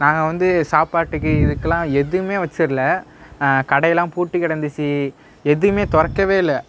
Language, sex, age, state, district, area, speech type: Tamil, male, 18-30, Tamil Nadu, Nagapattinam, rural, spontaneous